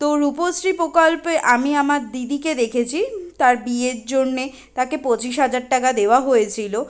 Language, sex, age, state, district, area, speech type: Bengali, female, 18-30, West Bengal, Kolkata, urban, spontaneous